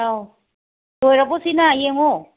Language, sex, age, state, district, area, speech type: Manipuri, female, 30-45, Manipur, Imphal West, urban, conversation